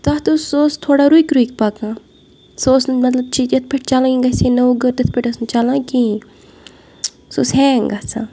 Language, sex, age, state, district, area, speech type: Kashmiri, female, 30-45, Jammu and Kashmir, Bandipora, rural, spontaneous